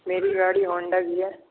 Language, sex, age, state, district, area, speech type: Urdu, male, 18-30, Delhi, East Delhi, urban, conversation